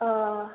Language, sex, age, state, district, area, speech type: Bodo, female, 18-30, Assam, Chirang, rural, conversation